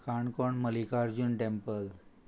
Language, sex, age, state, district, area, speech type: Goan Konkani, male, 45-60, Goa, Murmgao, rural, spontaneous